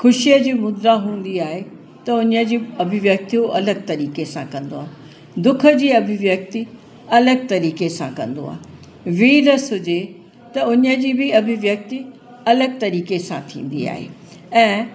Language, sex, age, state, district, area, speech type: Sindhi, female, 60+, Uttar Pradesh, Lucknow, urban, spontaneous